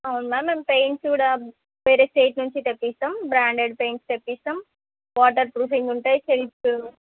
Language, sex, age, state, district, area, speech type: Telugu, female, 18-30, Telangana, Medak, urban, conversation